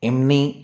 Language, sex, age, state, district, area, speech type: Gujarati, male, 45-60, Gujarat, Amreli, urban, spontaneous